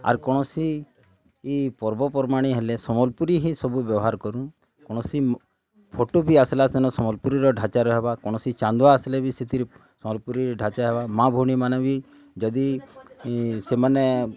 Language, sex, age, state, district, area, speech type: Odia, male, 30-45, Odisha, Bargarh, rural, spontaneous